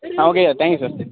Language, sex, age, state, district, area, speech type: Tamil, male, 18-30, Tamil Nadu, Thoothukudi, rural, conversation